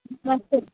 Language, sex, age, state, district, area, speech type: Hindi, female, 30-45, Uttar Pradesh, Ghazipur, rural, conversation